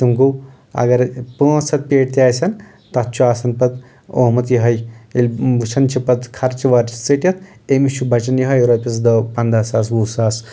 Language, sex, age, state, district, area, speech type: Kashmiri, male, 18-30, Jammu and Kashmir, Anantnag, rural, spontaneous